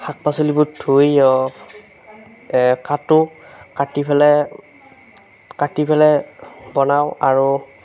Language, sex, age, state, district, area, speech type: Assamese, male, 18-30, Assam, Nagaon, rural, spontaneous